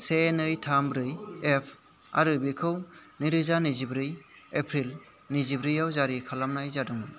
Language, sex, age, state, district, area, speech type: Bodo, male, 30-45, Assam, Kokrajhar, rural, read